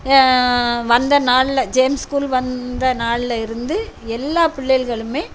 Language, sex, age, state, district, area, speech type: Tamil, female, 60+, Tamil Nadu, Thoothukudi, rural, spontaneous